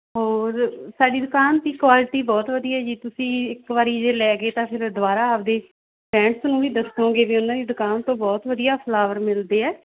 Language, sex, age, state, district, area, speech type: Punjabi, female, 30-45, Punjab, Bathinda, rural, conversation